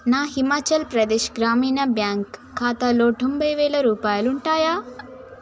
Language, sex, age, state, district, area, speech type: Telugu, female, 18-30, Telangana, Mahbubnagar, rural, read